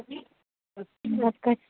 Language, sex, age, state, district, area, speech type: Urdu, female, 30-45, Uttar Pradesh, Rampur, urban, conversation